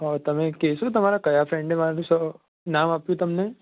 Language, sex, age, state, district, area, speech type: Gujarati, male, 18-30, Gujarat, Surat, urban, conversation